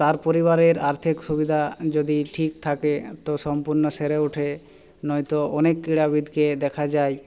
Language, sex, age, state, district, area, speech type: Bengali, male, 45-60, West Bengal, Jhargram, rural, spontaneous